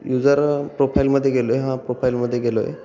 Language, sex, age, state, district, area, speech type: Marathi, male, 18-30, Maharashtra, Ratnagiri, rural, spontaneous